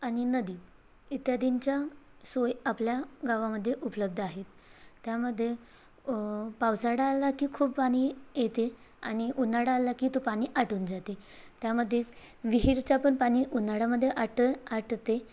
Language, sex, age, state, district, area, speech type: Marathi, female, 18-30, Maharashtra, Bhandara, rural, spontaneous